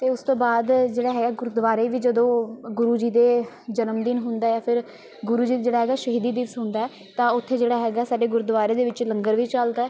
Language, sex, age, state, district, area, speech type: Punjabi, female, 18-30, Punjab, Patiala, rural, spontaneous